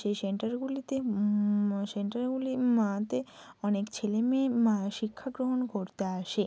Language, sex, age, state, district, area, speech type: Bengali, female, 18-30, West Bengal, Bankura, urban, spontaneous